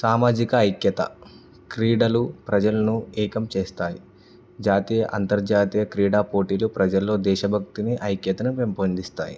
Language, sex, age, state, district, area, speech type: Telugu, male, 18-30, Telangana, Karimnagar, rural, spontaneous